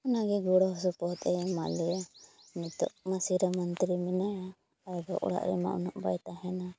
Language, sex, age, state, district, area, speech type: Santali, female, 30-45, Jharkhand, Seraikela Kharsawan, rural, spontaneous